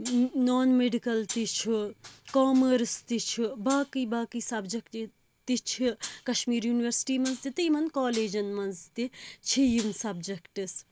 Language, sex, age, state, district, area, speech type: Kashmiri, female, 18-30, Jammu and Kashmir, Srinagar, rural, spontaneous